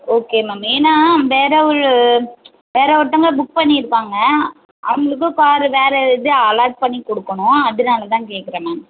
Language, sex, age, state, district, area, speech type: Tamil, female, 30-45, Tamil Nadu, Tirunelveli, urban, conversation